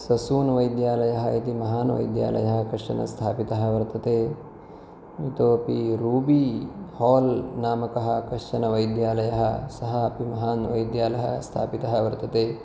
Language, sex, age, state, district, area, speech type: Sanskrit, male, 30-45, Maharashtra, Pune, urban, spontaneous